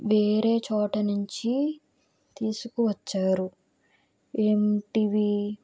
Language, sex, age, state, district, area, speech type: Telugu, female, 18-30, Andhra Pradesh, Krishna, rural, spontaneous